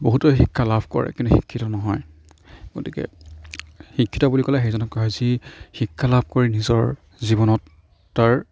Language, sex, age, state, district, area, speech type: Assamese, male, 45-60, Assam, Darrang, rural, spontaneous